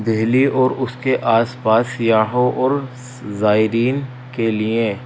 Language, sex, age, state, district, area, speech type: Urdu, male, 18-30, Delhi, North East Delhi, urban, spontaneous